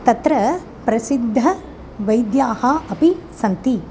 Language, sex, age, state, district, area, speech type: Sanskrit, female, 45-60, Tamil Nadu, Chennai, urban, spontaneous